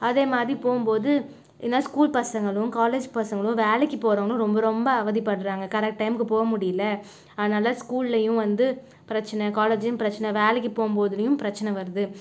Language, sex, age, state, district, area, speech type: Tamil, female, 30-45, Tamil Nadu, Cuddalore, urban, spontaneous